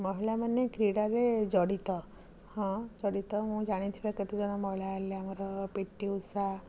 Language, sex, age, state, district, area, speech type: Odia, female, 45-60, Odisha, Puri, urban, spontaneous